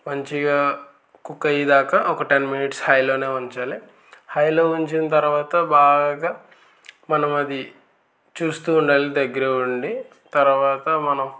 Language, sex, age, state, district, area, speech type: Telugu, male, 18-30, Andhra Pradesh, Eluru, rural, spontaneous